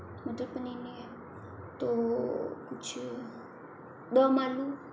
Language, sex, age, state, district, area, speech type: Hindi, female, 45-60, Rajasthan, Jodhpur, urban, spontaneous